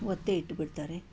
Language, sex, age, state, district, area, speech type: Kannada, female, 45-60, Karnataka, Bangalore Urban, urban, spontaneous